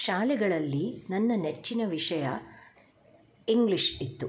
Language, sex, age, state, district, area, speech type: Kannada, female, 60+, Karnataka, Dharwad, rural, spontaneous